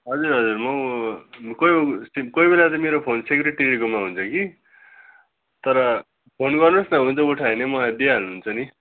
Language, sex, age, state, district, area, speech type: Nepali, male, 30-45, West Bengal, Darjeeling, rural, conversation